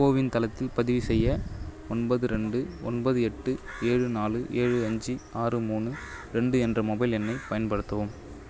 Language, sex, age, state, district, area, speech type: Tamil, male, 18-30, Tamil Nadu, Kallakurichi, rural, read